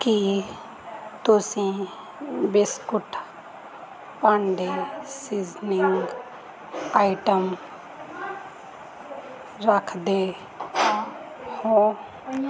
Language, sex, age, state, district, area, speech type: Punjabi, female, 30-45, Punjab, Mansa, urban, read